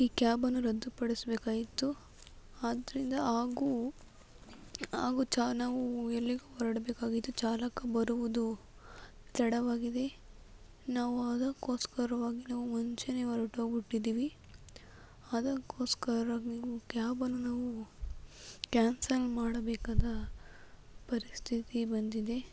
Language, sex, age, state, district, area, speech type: Kannada, female, 60+, Karnataka, Tumkur, rural, spontaneous